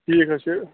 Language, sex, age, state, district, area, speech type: Kashmiri, male, 30-45, Jammu and Kashmir, Bandipora, rural, conversation